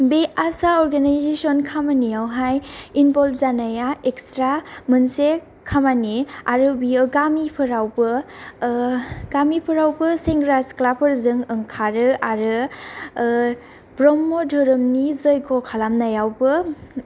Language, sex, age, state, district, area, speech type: Bodo, female, 18-30, Assam, Kokrajhar, rural, spontaneous